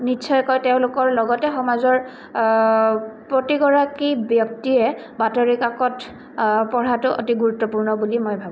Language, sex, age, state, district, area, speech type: Assamese, female, 18-30, Assam, Goalpara, urban, spontaneous